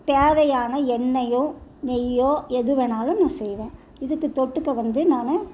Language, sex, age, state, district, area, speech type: Tamil, female, 60+, Tamil Nadu, Salem, rural, spontaneous